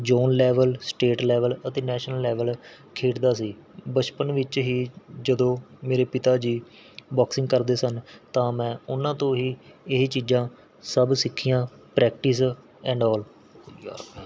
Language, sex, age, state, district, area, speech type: Punjabi, male, 18-30, Punjab, Mohali, urban, spontaneous